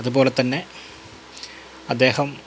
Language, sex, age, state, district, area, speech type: Malayalam, male, 30-45, Kerala, Malappuram, rural, spontaneous